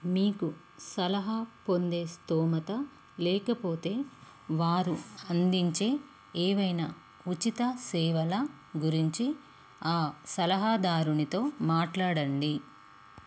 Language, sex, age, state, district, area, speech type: Telugu, female, 30-45, Telangana, Peddapalli, urban, read